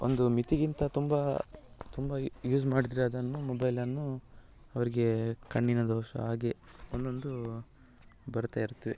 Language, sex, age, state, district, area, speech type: Kannada, male, 30-45, Karnataka, Dakshina Kannada, rural, spontaneous